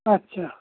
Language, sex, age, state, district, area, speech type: Bengali, male, 60+, West Bengal, Hooghly, rural, conversation